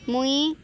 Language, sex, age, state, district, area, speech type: Odia, female, 18-30, Odisha, Nuapada, rural, spontaneous